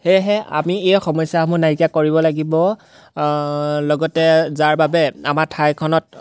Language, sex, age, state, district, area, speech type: Assamese, male, 18-30, Assam, Golaghat, rural, spontaneous